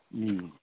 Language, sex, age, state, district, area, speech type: Manipuri, male, 60+, Manipur, Imphal East, rural, conversation